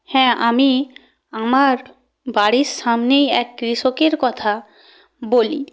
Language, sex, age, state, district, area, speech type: Bengali, female, 18-30, West Bengal, Purba Medinipur, rural, spontaneous